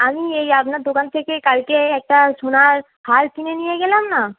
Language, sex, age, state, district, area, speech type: Bengali, female, 18-30, West Bengal, Darjeeling, urban, conversation